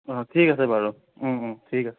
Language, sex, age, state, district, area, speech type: Assamese, male, 18-30, Assam, Darrang, rural, conversation